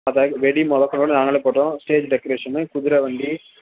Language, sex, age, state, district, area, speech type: Tamil, male, 18-30, Tamil Nadu, Perambalur, rural, conversation